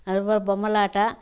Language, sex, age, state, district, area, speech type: Tamil, female, 60+, Tamil Nadu, Coimbatore, rural, spontaneous